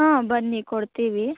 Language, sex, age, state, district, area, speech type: Kannada, female, 18-30, Karnataka, Chikkaballapur, rural, conversation